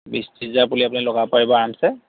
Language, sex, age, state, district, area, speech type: Assamese, male, 30-45, Assam, Jorhat, urban, conversation